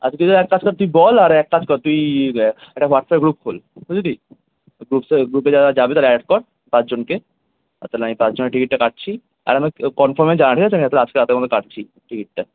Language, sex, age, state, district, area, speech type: Bengali, male, 18-30, West Bengal, Kolkata, urban, conversation